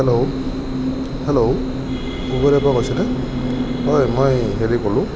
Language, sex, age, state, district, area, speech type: Assamese, male, 60+, Assam, Morigaon, rural, spontaneous